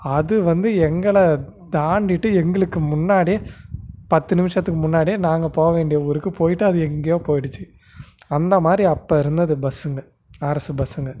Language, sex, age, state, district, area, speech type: Tamil, male, 30-45, Tamil Nadu, Nagapattinam, rural, spontaneous